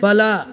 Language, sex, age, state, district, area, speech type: Kannada, male, 60+, Karnataka, Bangalore Urban, rural, read